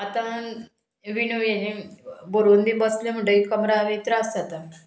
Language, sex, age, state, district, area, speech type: Goan Konkani, female, 45-60, Goa, Murmgao, rural, spontaneous